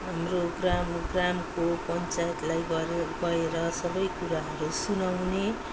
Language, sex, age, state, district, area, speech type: Nepali, female, 45-60, West Bengal, Darjeeling, rural, spontaneous